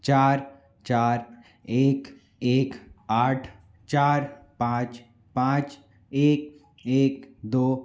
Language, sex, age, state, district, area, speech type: Hindi, male, 60+, Madhya Pradesh, Bhopal, urban, read